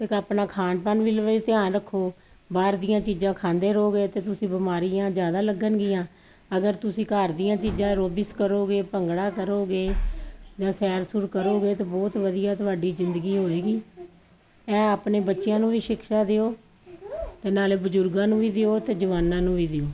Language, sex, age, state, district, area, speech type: Punjabi, female, 45-60, Punjab, Kapurthala, urban, spontaneous